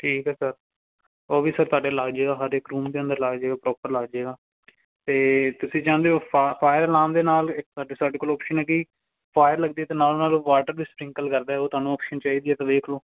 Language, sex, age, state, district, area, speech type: Punjabi, male, 18-30, Punjab, Fazilka, rural, conversation